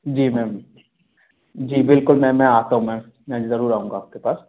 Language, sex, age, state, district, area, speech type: Hindi, male, 30-45, Madhya Pradesh, Gwalior, rural, conversation